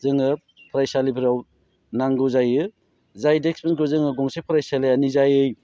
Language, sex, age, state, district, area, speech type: Bodo, male, 30-45, Assam, Baksa, rural, spontaneous